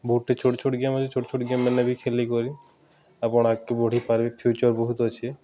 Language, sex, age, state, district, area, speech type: Odia, male, 30-45, Odisha, Bargarh, urban, spontaneous